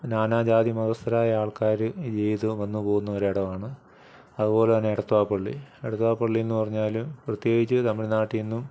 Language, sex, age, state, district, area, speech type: Malayalam, male, 45-60, Kerala, Alappuzha, rural, spontaneous